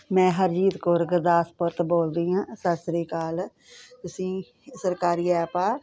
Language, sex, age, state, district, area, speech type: Punjabi, female, 45-60, Punjab, Gurdaspur, rural, spontaneous